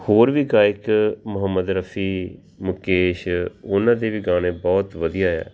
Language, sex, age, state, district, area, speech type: Punjabi, male, 45-60, Punjab, Tarn Taran, urban, spontaneous